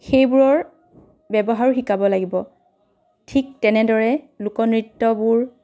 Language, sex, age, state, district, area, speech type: Assamese, female, 30-45, Assam, Dhemaji, rural, spontaneous